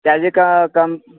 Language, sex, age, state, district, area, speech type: Marathi, male, 18-30, Maharashtra, Sangli, urban, conversation